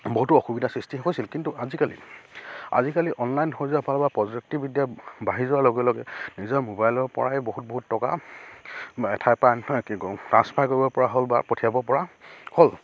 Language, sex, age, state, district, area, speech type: Assamese, male, 30-45, Assam, Charaideo, rural, spontaneous